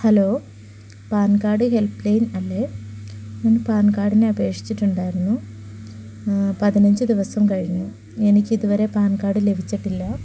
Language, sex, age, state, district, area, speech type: Malayalam, female, 30-45, Kerala, Malappuram, rural, spontaneous